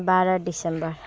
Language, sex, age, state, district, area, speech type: Nepali, female, 18-30, West Bengal, Alipurduar, urban, spontaneous